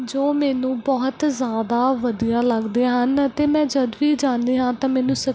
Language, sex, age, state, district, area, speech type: Punjabi, female, 18-30, Punjab, Mansa, rural, spontaneous